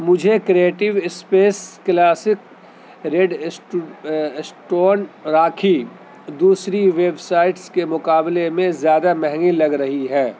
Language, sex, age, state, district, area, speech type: Urdu, male, 30-45, Delhi, Central Delhi, urban, read